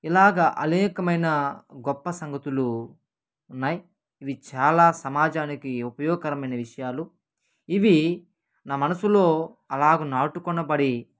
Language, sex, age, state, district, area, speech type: Telugu, male, 18-30, Andhra Pradesh, Kadapa, rural, spontaneous